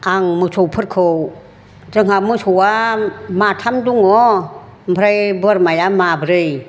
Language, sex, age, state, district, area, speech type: Bodo, female, 60+, Assam, Chirang, urban, spontaneous